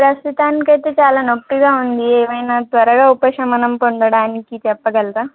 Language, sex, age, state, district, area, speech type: Telugu, female, 18-30, Telangana, Kamareddy, urban, conversation